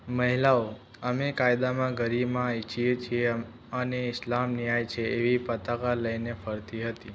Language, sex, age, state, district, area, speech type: Gujarati, male, 18-30, Gujarat, Aravalli, urban, read